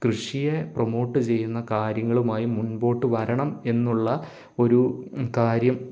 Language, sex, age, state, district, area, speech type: Malayalam, male, 30-45, Kerala, Kottayam, rural, spontaneous